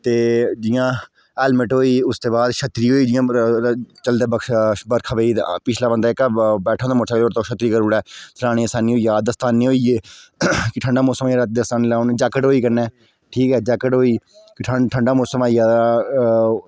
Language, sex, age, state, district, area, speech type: Dogri, female, 30-45, Jammu and Kashmir, Udhampur, rural, spontaneous